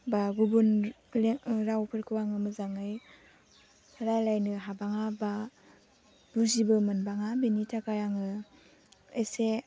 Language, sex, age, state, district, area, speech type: Bodo, female, 18-30, Assam, Baksa, rural, spontaneous